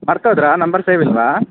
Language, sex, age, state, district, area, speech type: Kannada, male, 30-45, Karnataka, Davanagere, urban, conversation